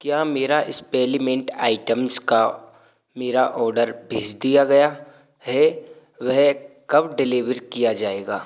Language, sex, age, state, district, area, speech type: Hindi, male, 18-30, Rajasthan, Bharatpur, rural, read